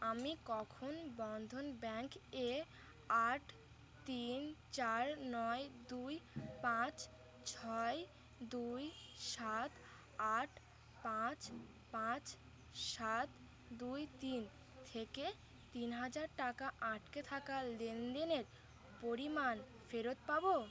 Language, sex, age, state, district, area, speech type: Bengali, female, 18-30, West Bengal, Uttar Dinajpur, urban, read